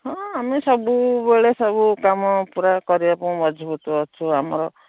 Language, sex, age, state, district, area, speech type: Odia, female, 60+, Odisha, Jharsuguda, rural, conversation